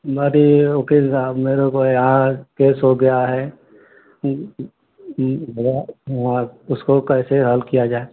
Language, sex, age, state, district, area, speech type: Hindi, male, 30-45, Uttar Pradesh, Ghazipur, rural, conversation